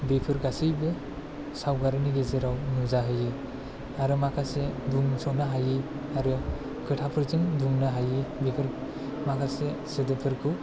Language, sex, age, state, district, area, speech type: Bodo, male, 18-30, Assam, Chirang, urban, spontaneous